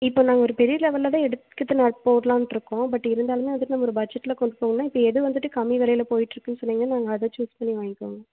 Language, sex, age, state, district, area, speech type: Tamil, female, 18-30, Tamil Nadu, Erode, rural, conversation